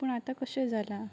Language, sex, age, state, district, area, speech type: Goan Konkani, female, 18-30, Goa, Pernem, rural, spontaneous